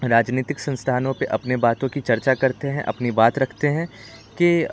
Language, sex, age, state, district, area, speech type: Hindi, male, 18-30, Bihar, Muzaffarpur, urban, spontaneous